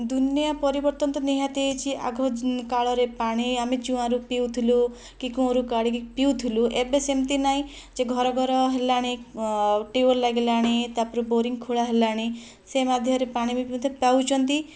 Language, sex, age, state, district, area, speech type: Odia, female, 30-45, Odisha, Kandhamal, rural, spontaneous